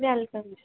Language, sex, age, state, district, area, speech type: Punjabi, female, 18-30, Punjab, Barnala, rural, conversation